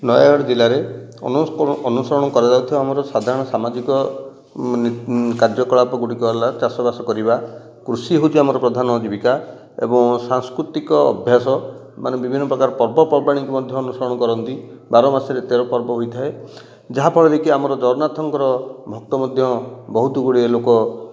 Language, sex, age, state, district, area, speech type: Odia, male, 45-60, Odisha, Nayagarh, rural, spontaneous